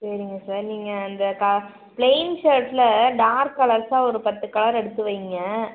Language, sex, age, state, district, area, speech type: Tamil, female, 18-30, Tamil Nadu, Pudukkottai, rural, conversation